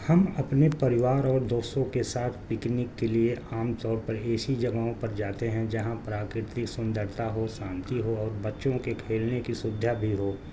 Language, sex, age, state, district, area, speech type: Urdu, male, 60+, Delhi, South Delhi, urban, spontaneous